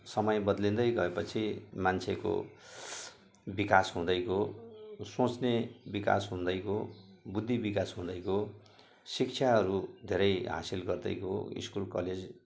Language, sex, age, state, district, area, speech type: Nepali, male, 60+, West Bengal, Jalpaiguri, rural, spontaneous